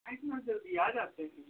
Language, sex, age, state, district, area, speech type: Hindi, male, 60+, Uttar Pradesh, Ayodhya, rural, conversation